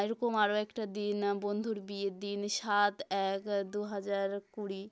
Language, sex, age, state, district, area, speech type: Bengali, female, 18-30, West Bengal, South 24 Parganas, rural, spontaneous